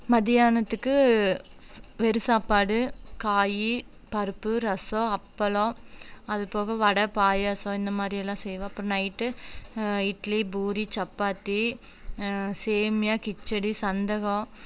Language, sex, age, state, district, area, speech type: Tamil, female, 30-45, Tamil Nadu, Coimbatore, rural, spontaneous